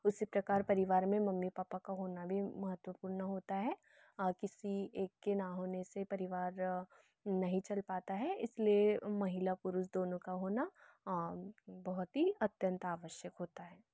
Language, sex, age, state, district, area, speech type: Hindi, female, 18-30, Madhya Pradesh, Betul, rural, spontaneous